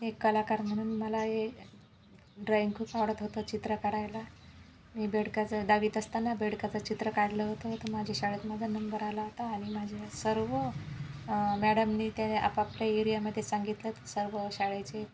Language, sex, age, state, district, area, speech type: Marathi, female, 45-60, Maharashtra, Washim, rural, spontaneous